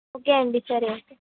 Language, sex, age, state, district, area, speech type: Telugu, female, 18-30, Telangana, Karimnagar, urban, conversation